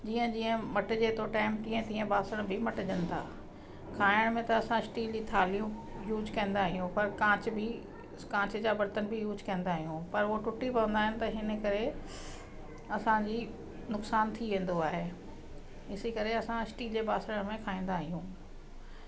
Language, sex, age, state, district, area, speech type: Sindhi, female, 45-60, Delhi, South Delhi, rural, spontaneous